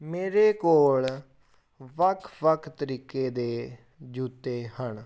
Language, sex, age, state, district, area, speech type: Punjabi, male, 18-30, Punjab, Fazilka, rural, spontaneous